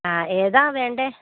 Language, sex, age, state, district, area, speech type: Malayalam, female, 45-60, Kerala, Idukki, rural, conversation